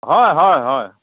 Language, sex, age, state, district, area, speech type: Assamese, male, 45-60, Assam, Biswanath, rural, conversation